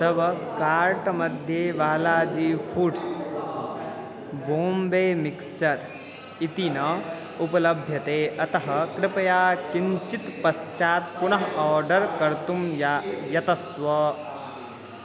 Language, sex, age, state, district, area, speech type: Sanskrit, male, 18-30, Bihar, Madhubani, rural, read